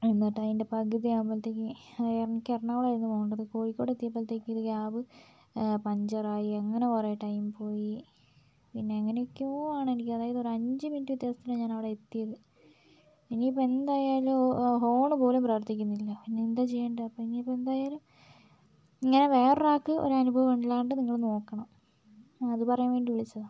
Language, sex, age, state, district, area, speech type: Malayalam, female, 30-45, Kerala, Wayanad, rural, spontaneous